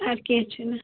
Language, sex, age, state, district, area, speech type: Kashmiri, female, 18-30, Jammu and Kashmir, Srinagar, rural, conversation